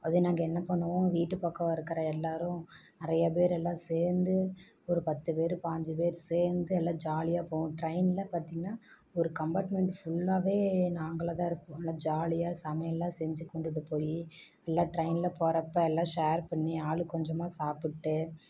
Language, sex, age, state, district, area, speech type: Tamil, female, 30-45, Tamil Nadu, Namakkal, rural, spontaneous